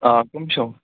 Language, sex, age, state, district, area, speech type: Kashmiri, male, 30-45, Jammu and Kashmir, Baramulla, urban, conversation